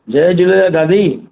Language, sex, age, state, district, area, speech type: Sindhi, male, 45-60, Maharashtra, Mumbai Suburban, urban, conversation